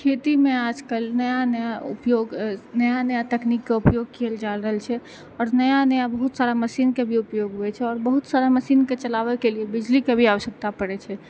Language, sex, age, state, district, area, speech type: Maithili, female, 18-30, Bihar, Purnia, rural, spontaneous